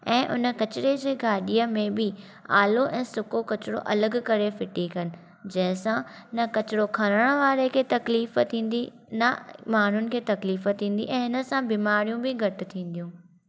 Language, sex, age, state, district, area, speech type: Sindhi, female, 18-30, Maharashtra, Thane, urban, spontaneous